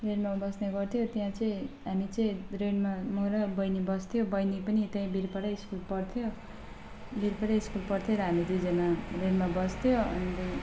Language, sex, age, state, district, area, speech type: Nepali, female, 18-30, West Bengal, Alipurduar, urban, spontaneous